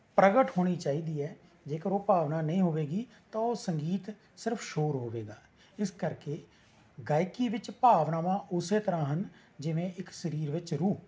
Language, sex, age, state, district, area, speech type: Punjabi, male, 45-60, Punjab, Rupnagar, rural, spontaneous